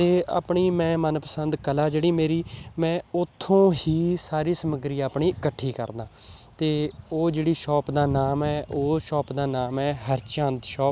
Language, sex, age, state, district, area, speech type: Punjabi, male, 18-30, Punjab, Patiala, rural, spontaneous